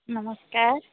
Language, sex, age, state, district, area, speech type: Odia, female, 45-60, Odisha, Sambalpur, rural, conversation